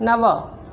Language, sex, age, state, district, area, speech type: Sanskrit, female, 45-60, Maharashtra, Nagpur, urban, read